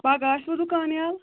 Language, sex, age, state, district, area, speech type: Kashmiri, female, 30-45, Jammu and Kashmir, Ganderbal, rural, conversation